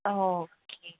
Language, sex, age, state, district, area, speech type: Tamil, female, 18-30, Tamil Nadu, Tenkasi, urban, conversation